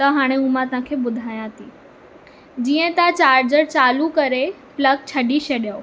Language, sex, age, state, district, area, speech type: Sindhi, female, 18-30, Maharashtra, Mumbai Suburban, urban, spontaneous